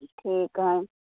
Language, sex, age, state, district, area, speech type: Maithili, female, 18-30, Bihar, Samastipur, rural, conversation